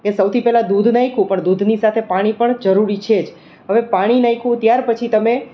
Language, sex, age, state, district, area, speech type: Gujarati, female, 30-45, Gujarat, Rajkot, urban, spontaneous